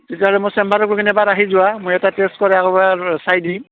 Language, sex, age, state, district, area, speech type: Assamese, male, 45-60, Assam, Barpeta, rural, conversation